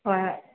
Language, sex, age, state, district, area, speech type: Manipuri, other, 45-60, Manipur, Imphal West, urban, conversation